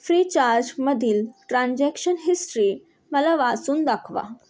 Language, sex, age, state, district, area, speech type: Marathi, female, 18-30, Maharashtra, Thane, urban, read